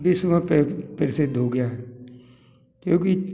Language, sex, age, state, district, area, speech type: Hindi, male, 60+, Madhya Pradesh, Gwalior, rural, spontaneous